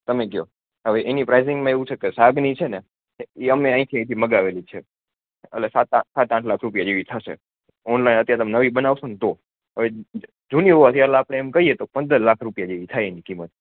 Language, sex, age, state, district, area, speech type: Gujarati, male, 18-30, Gujarat, Junagadh, urban, conversation